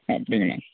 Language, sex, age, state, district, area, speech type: Tamil, male, 45-60, Tamil Nadu, Tiruvarur, urban, conversation